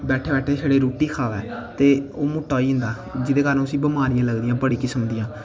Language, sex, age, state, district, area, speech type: Dogri, male, 18-30, Jammu and Kashmir, Kathua, rural, spontaneous